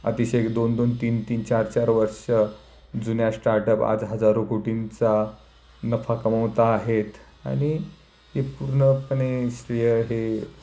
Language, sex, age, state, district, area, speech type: Marathi, male, 30-45, Maharashtra, Nashik, urban, spontaneous